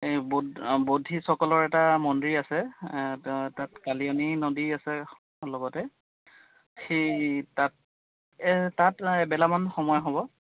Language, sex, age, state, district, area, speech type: Assamese, male, 30-45, Assam, Golaghat, rural, conversation